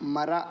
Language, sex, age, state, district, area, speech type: Kannada, male, 18-30, Karnataka, Bidar, urban, read